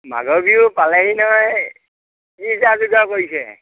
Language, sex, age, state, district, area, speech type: Assamese, male, 60+, Assam, Dhemaji, rural, conversation